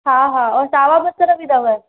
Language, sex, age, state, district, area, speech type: Sindhi, female, 18-30, Madhya Pradesh, Katni, urban, conversation